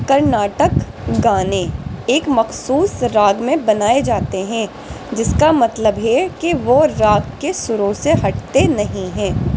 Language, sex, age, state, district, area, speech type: Urdu, female, 18-30, Delhi, East Delhi, urban, read